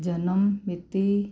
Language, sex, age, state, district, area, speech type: Punjabi, female, 45-60, Punjab, Muktsar, urban, read